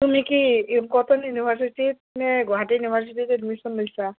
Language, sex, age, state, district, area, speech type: Assamese, female, 30-45, Assam, Dhemaji, urban, conversation